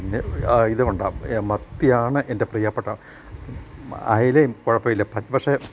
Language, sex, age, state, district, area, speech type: Malayalam, male, 60+, Kerala, Kottayam, rural, spontaneous